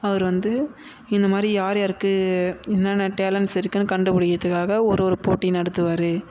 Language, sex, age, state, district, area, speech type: Tamil, male, 18-30, Tamil Nadu, Tiruvannamalai, urban, spontaneous